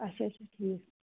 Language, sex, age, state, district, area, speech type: Kashmiri, female, 30-45, Jammu and Kashmir, Pulwama, urban, conversation